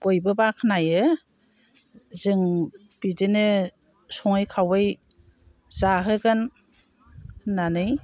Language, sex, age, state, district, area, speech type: Bodo, female, 60+, Assam, Chirang, rural, spontaneous